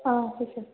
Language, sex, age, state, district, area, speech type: Manipuri, female, 30-45, Manipur, Kangpokpi, urban, conversation